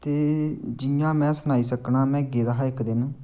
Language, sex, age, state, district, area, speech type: Dogri, male, 18-30, Jammu and Kashmir, Samba, rural, spontaneous